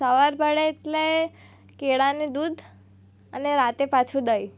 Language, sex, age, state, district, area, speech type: Gujarati, female, 18-30, Gujarat, Surat, rural, spontaneous